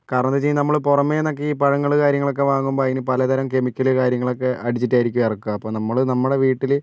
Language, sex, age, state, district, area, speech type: Malayalam, female, 30-45, Kerala, Kozhikode, urban, spontaneous